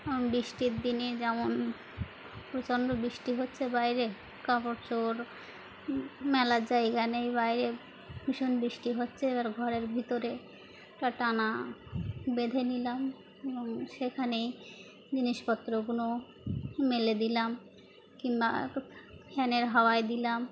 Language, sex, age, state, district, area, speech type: Bengali, female, 18-30, West Bengal, Birbhum, urban, spontaneous